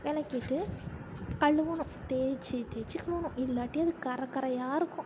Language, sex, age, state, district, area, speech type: Tamil, female, 45-60, Tamil Nadu, Perambalur, rural, spontaneous